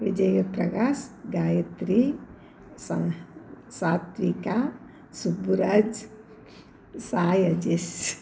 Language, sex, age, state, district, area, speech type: Tamil, female, 60+, Tamil Nadu, Salem, rural, spontaneous